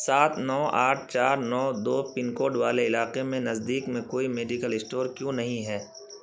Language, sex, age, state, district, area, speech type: Urdu, male, 30-45, Bihar, Khagaria, rural, read